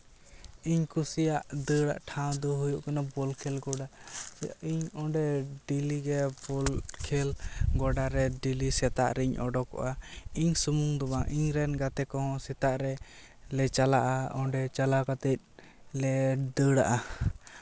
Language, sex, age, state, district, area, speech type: Santali, male, 18-30, West Bengal, Jhargram, rural, spontaneous